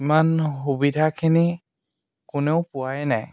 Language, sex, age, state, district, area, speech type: Assamese, male, 18-30, Assam, Charaideo, rural, spontaneous